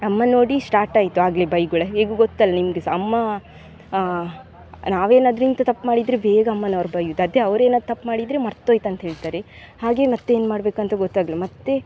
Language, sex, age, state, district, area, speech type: Kannada, female, 18-30, Karnataka, Dakshina Kannada, urban, spontaneous